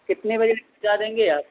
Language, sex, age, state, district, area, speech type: Hindi, male, 45-60, Uttar Pradesh, Ayodhya, rural, conversation